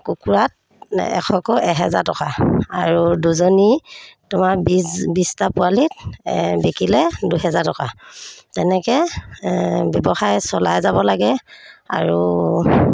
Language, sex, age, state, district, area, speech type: Assamese, female, 30-45, Assam, Sivasagar, rural, spontaneous